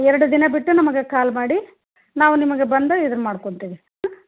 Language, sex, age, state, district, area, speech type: Kannada, female, 30-45, Karnataka, Gadag, rural, conversation